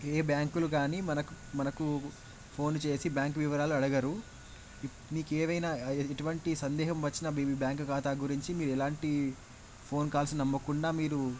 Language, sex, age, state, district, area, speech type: Telugu, male, 18-30, Telangana, Medak, rural, spontaneous